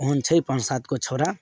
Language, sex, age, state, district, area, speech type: Maithili, male, 18-30, Bihar, Samastipur, rural, spontaneous